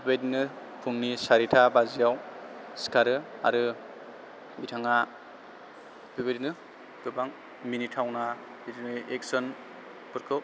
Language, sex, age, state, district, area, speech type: Bodo, male, 30-45, Assam, Chirang, rural, spontaneous